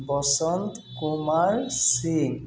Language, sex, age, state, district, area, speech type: Assamese, male, 30-45, Assam, Tinsukia, urban, spontaneous